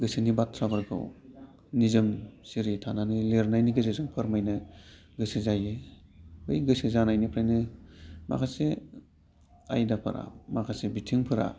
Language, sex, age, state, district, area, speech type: Bodo, male, 30-45, Assam, Udalguri, urban, spontaneous